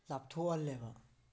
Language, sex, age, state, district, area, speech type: Manipuri, male, 18-30, Manipur, Tengnoupal, rural, spontaneous